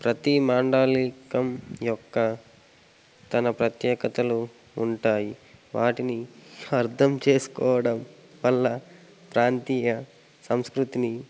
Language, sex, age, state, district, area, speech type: Telugu, male, 18-30, Telangana, Nagarkurnool, urban, spontaneous